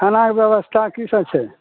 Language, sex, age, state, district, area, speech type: Maithili, male, 60+, Bihar, Madhepura, rural, conversation